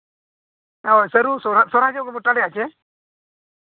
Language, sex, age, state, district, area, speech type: Santali, male, 45-60, Odisha, Mayurbhanj, rural, conversation